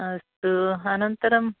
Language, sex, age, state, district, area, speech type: Sanskrit, female, 60+, Karnataka, Uttara Kannada, urban, conversation